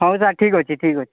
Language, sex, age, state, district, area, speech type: Odia, male, 45-60, Odisha, Nuapada, urban, conversation